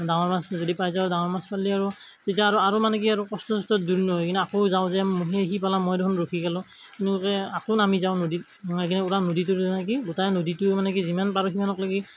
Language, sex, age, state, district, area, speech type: Assamese, male, 18-30, Assam, Darrang, rural, spontaneous